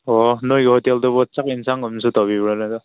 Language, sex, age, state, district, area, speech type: Manipuri, male, 18-30, Manipur, Senapati, rural, conversation